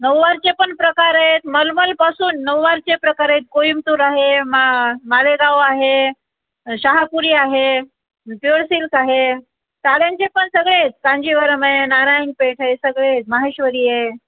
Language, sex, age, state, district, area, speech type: Marathi, female, 45-60, Maharashtra, Nanded, urban, conversation